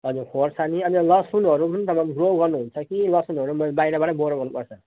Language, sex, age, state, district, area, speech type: Nepali, male, 30-45, West Bengal, Jalpaiguri, urban, conversation